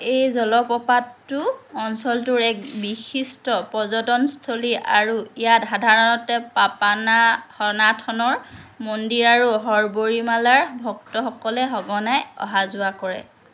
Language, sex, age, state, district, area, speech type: Assamese, female, 45-60, Assam, Lakhimpur, rural, read